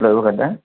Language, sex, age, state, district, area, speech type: Telugu, male, 45-60, Andhra Pradesh, N T Rama Rao, urban, conversation